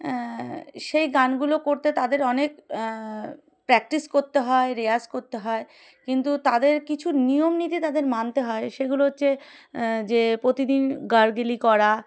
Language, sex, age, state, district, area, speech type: Bengali, female, 30-45, West Bengal, Darjeeling, urban, spontaneous